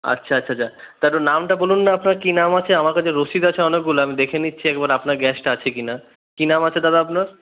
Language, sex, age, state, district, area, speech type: Bengali, male, 30-45, West Bengal, Purulia, urban, conversation